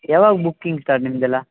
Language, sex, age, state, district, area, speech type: Kannada, male, 18-30, Karnataka, Shimoga, rural, conversation